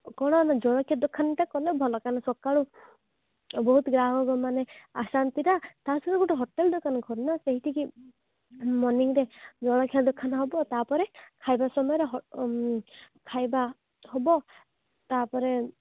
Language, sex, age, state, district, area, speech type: Odia, female, 45-60, Odisha, Nabarangpur, rural, conversation